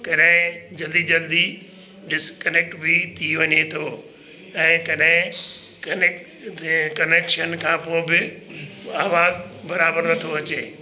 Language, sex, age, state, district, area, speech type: Sindhi, male, 60+, Delhi, South Delhi, urban, spontaneous